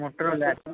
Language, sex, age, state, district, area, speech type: Odia, male, 18-30, Odisha, Cuttack, urban, conversation